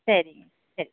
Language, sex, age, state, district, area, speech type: Tamil, female, 30-45, Tamil Nadu, Erode, rural, conversation